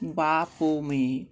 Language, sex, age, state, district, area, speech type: Bengali, male, 18-30, West Bengal, Dakshin Dinajpur, urban, spontaneous